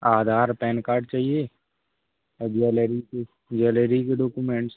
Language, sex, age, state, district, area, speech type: Hindi, male, 18-30, Madhya Pradesh, Gwalior, rural, conversation